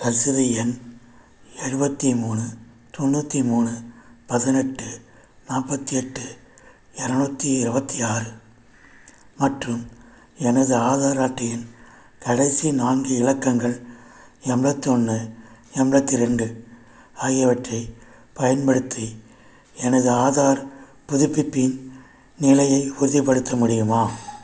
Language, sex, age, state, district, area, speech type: Tamil, male, 60+, Tamil Nadu, Viluppuram, urban, read